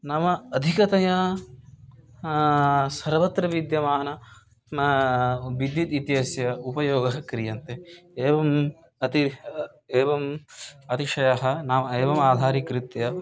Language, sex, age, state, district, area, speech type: Sanskrit, male, 18-30, Odisha, Kandhamal, urban, spontaneous